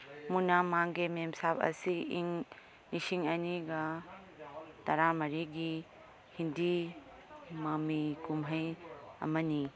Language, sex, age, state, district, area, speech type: Manipuri, female, 30-45, Manipur, Kangpokpi, urban, read